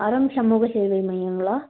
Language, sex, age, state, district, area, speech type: Tamil, female, 18-30, Tamil Nadu, Tiruppur, rural, conversation